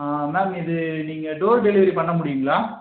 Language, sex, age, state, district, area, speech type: Tamil, male, 30-45, Tamil Nadu, Erode, rural, conversation